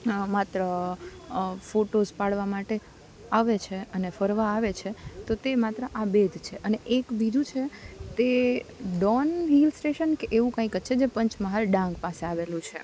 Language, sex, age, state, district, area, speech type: Gujarati, female, 18-30, Gujarat, Rajkot, urban, spontaneous